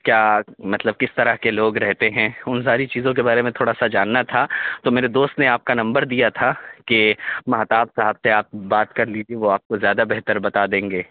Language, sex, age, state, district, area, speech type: Urdu, male, 18-30, Bihar, Saharsa, rural, conversation